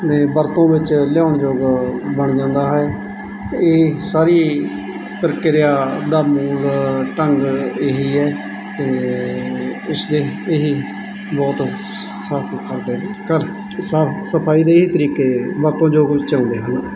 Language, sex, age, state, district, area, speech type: Punjabi, male, 45-60, Punjab, Mansa, rural, spontaneous